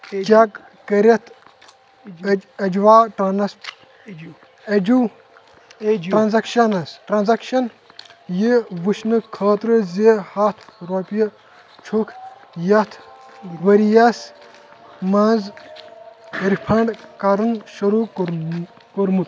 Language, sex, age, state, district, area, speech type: Kashmiri, male, 18-30, Jammu and Kashmir, Shopian, rural, read